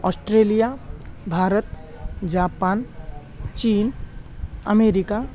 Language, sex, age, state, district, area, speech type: Sanskrit, male, 18-30, Maharashtra, Beed, urban, spontaneous